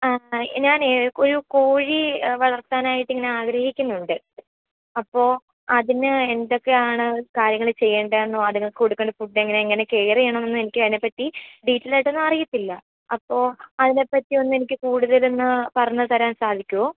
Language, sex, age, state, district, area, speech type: Malayalam, female, 18-30, Kerala, Alappuzha, rural, conversation